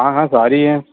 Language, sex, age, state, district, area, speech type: Urdu, male, 30-45, Uttar Pradesh, Azamgarh, rural, conversation